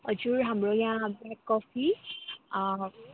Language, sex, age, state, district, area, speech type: Nepali, female, 18-30, West Bengal, Kalimpong, rural, conversation